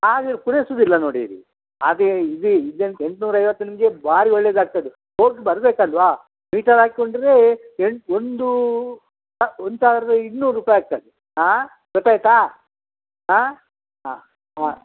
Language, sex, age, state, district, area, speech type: Kannada, male, 60+, Karnataka, Udupi, rural, conversation